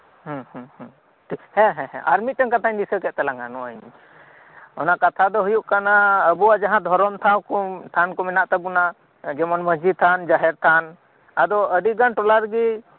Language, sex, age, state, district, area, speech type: Santali, male, 18-30, West Bengal, Birbhum, rural, conversation